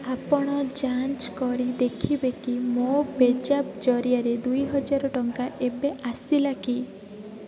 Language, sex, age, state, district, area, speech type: Odia, female, 18-30, Odisha, Rayagada, rural, read